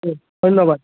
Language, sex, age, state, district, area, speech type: Assamese, male, 30-45, Assam, Kamrup Metropolitan, urban, conversation